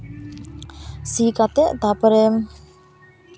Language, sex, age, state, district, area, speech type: Santali, female, 18-30, West Bengal, Purba Bardhaman, rural, spontaneous